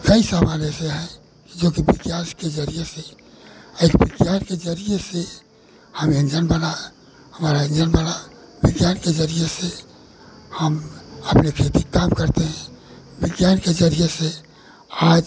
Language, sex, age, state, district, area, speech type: Hindi, male, 60+, Uttar Pradesh, Pratapgarh, rural, spontaneous